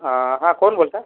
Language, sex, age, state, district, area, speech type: Marathi, male, 60+, Maharashtra, Yavatmal, urban, conversation